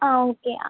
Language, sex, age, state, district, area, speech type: Malayalam, female, 18-30, Kerala, Kottayam, rural, conversation